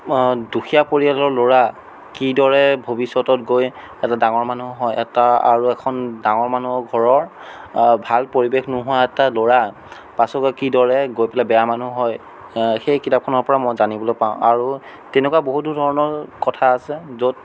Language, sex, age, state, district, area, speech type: Assamese, male, 30-45, Assam, Sonitpur, urban, spontaneous